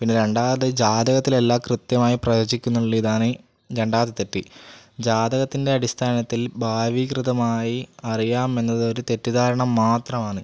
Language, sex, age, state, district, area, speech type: Malayalam, male, 18-30, Kerala, Wayanad, rural, spontaneous